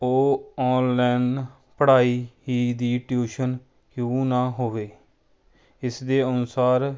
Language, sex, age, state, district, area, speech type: Punjabi, male, 30-45, Punjab, Fatehgarh Sahib, rural, spontaneous